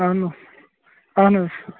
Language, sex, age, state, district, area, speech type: Kashmiri, male, 18-30, Jammu and Kashmir, Srinagar, urban, conversation